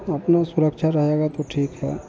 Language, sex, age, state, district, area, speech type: Hindi, male, 45-60, Bihar, Vaishali, urban, spontaneous